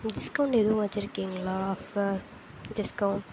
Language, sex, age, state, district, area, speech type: Tamil, female, 18-30, Tamil Nadu, Sivaganga, rural, spontaneous